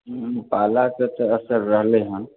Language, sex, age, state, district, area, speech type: Maithili, male, 30-45, Bihar, Samastipur, urban, conversation